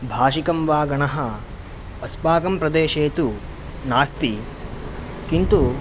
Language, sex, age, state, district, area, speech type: Sanskrit, male, 18-30, Karnataka, Udupi, rural, spontaneous